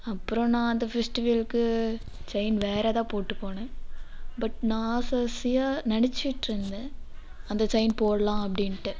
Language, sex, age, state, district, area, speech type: Tamil, female, 18-30, Tamil Nadu, Namakkal, rural, spontaneous